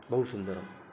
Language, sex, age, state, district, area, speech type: Sanskrit, male, 30-45, Maharashtra, Nagpur, urban, spontaneous